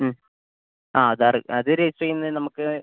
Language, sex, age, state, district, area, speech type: Malayalam, male, 60+, Kerala, Kozhikode, urban, conversation